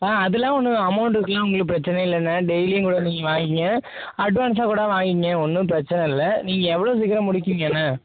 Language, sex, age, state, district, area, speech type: Tamil, male, 30-45, Tamil Nadu, Mayiladuthurai, rural, conversation